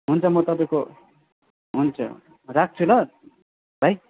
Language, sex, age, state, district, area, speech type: Nepali, male, 18-30, West Bengal, Darjeeling, rural, conversation